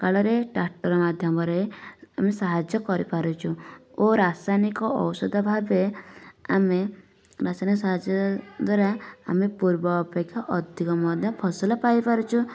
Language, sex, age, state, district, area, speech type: Odia, female, 30-45, Odisha, Nayagarh, rural, spontaneous